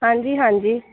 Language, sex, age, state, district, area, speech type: Punjabi, female, 30-45, Punjab, Kapurthala, urban, conversation